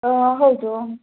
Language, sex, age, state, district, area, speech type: Kannada, female, 18-30, Karnataka, Bidar, urban, conversation